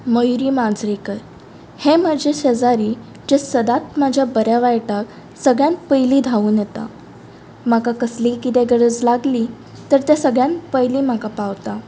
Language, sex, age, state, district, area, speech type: Goan Konkani, female, 18-30, Goa, Ponda, rural, spontaneous